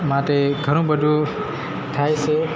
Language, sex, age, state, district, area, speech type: Gujarati, male, 30-45, Gujarat, Narmada, rural, spontaneous